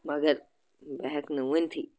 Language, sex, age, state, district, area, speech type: Kashmiri, male, 30-45, Jammu and Kashmir, Bandipora, rural, spontaneous